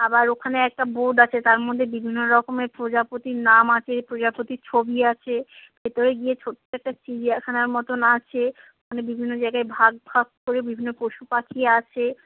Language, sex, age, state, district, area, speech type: Bengali, female, 45-60, West Bengal, South 24 Parganas, rural, conversation